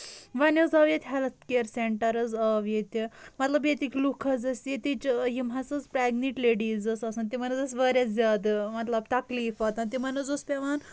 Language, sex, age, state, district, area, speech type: Kashmiri, female, 18-30, Jammu and Kashmir, Budgam, rural, spontaneous